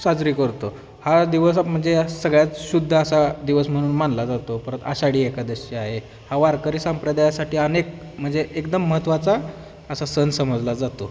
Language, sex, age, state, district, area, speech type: Marathi, male, 18-30, Maharashtra, Osmanabad, rural, spontaneous